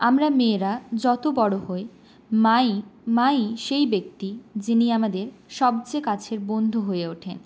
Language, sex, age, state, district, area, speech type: Bengali, female, 30-45, West Bengal, Purulia, rural, spontaneous